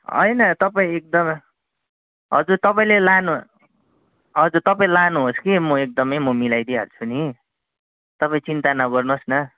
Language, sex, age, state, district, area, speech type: Nepali, male, 30-45, West Bengal, Kalimpong, rural, conversation